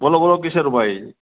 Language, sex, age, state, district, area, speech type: Gujarati, male, 18-30, Gujarat, Morbi, rural, conversation